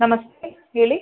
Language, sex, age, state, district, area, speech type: Kannada, female, 18-30, Karnataka, Mandya, urban, conversation